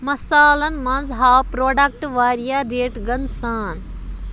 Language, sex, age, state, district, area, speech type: Kashmiri, other, 18-30, Jammu and Kashmir, Budgam, rural, read